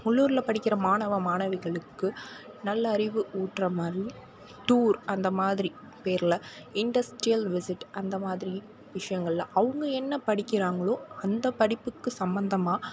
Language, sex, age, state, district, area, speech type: Tamil, female, 18-30, Tamil Nadu, Mayiladuthurai, rural, spontaneous